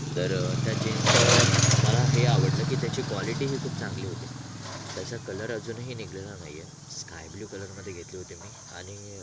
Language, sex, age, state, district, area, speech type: Marathi, male, 18-30, Maharashtra, Thane, rural, spontaneous